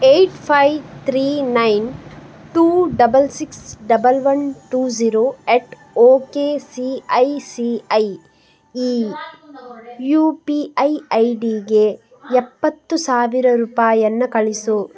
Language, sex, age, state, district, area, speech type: Kannada, female, 18-30, Karnataka, Udupi, rural, read